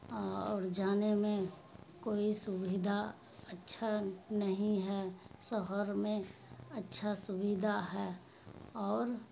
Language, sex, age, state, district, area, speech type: Urdu, female, 60+, Bihar, Khagaria, rural, spontaneous